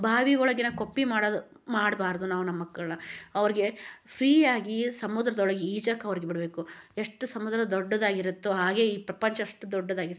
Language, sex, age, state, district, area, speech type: Kannada, female, 30-45, Karnataka, Gadag, rural, spontaneous